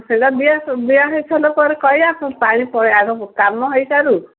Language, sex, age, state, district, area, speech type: Odia, female, 60+, Odisha, Gajapati, rural, conversation